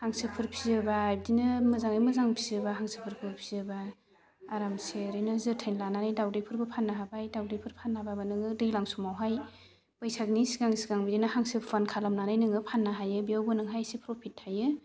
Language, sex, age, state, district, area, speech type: Bodo, female, 30-45, Assam, Chirang, rural, spontaneous